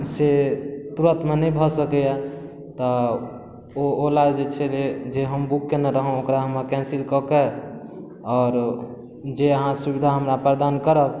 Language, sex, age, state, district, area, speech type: Maithili, male, 18-30, Bihar, Madhubani, rural, spontaneous